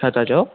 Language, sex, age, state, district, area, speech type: Sindhi, male, 18-30, Maharashtra, Thane, urban, conversation